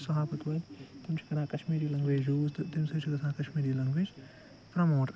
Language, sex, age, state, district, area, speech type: Kashmiri, male, 30-45, Jammu and Kashmir, Ganderbal, urban, spontaneous